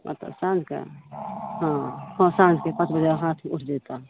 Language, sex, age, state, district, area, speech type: Maithili, female, 60+, Bihar, Begusarai, rural, conversation